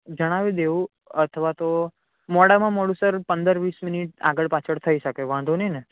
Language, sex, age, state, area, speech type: Gujarati, male, 18-30, Gujarat, urban, conversation